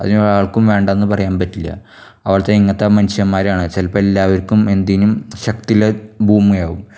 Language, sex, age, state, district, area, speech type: Malayalam, male, 18-30, Kerala, Thrissur, rural, spontaneous